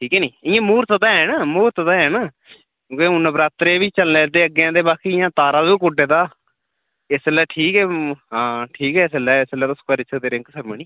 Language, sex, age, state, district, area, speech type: Dogri, male, 18-30, Jammu and Kashmir, Udhampur, urban, conversation